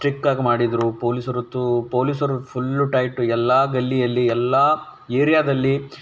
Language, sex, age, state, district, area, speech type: Kannada, male, 18-30, Karnataka, Bidar, urban, spontaneous